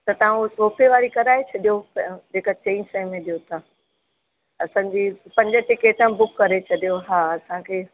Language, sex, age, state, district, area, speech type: Sindhi, female, 60+, Uttar Pradesh, Lucknow, urban, conversation